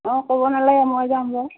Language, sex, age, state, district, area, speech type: Assamese, female, 45-60, Assam, Lakhimpur, rural, conversation